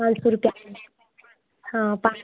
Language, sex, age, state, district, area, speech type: Hindi, female, 30-45, Uttar Pradesh, Ghazipur, rural, conversation